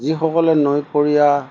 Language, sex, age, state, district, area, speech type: Assamese, male, 60+, Assam, Lakhimpur, rural, spontaneous